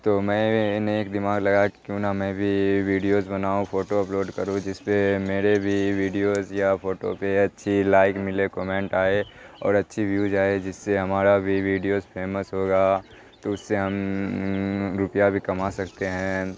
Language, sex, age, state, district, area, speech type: Urdu, male, 18-30, Bihar, Supaul, rural, spontaneous